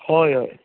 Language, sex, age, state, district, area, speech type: Goan Konkani, male, 30-45, Goa, Bardez, urban, conversation